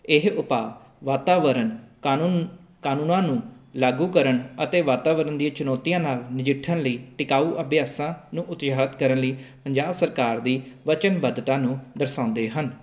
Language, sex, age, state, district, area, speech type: Punjabi, male, 30-45, Punjab, Jalandhar, urban, spontaneous